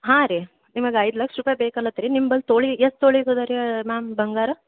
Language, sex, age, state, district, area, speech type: Kannada, female, 18-30, Karnataka, Gulbarga, urban, conversation